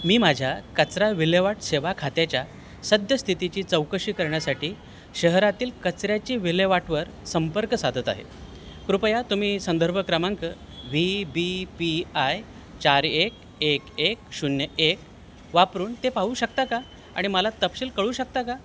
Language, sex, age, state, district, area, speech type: Marathi, male, 45-60, Maharashtra, Thane, rural, read